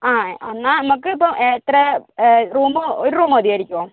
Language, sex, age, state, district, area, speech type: Malayalam, female, 60+, Kerala, Kozhikode, urban, conversation